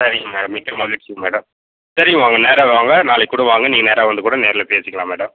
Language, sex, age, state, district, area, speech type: Tamil, male, 45-60, Tamil Nadu, Viluppuram, rural, conversation